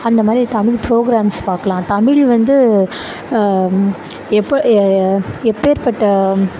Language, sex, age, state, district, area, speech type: Tamil, female, 18-30, Tamil Nadu, Sivaganga, rural, spontaneous